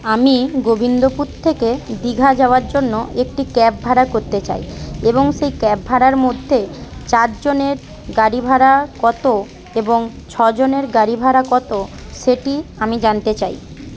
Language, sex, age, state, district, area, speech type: Bengali, female, 18-30, West Bengal, Paschim Medinipur, rural, spontaneous